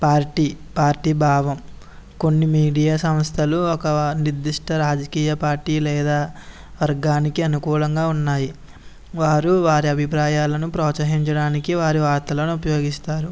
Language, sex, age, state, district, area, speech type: Telugu, male, 18-30, Andhra Pradesh, Konaseema, rural, spontaneous